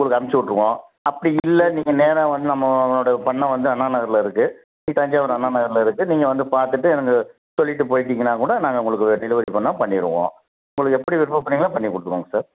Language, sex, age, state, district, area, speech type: Tamil, male, 45-60, Tamil Nadu, Thanjavur, urban, conversation